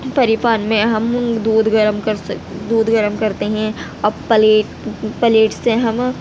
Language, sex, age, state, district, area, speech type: Urdu, female, 18-30, Uttar Pradesh, Gautam Buddha Nagar, rural, spontaneous